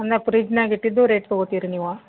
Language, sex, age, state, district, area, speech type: Kannada, female, 30-45, Karnataka, Dharwad, urban, conversation